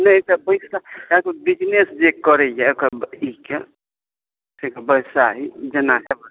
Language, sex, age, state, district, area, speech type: Maithili, male, 30-45, Bihar, Madhubani, rural, conversation